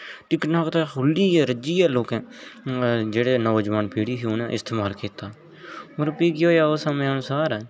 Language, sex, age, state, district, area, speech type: Dogri, male, 18-30, Jammu and Kashmir, Jammu, rural, spontaneous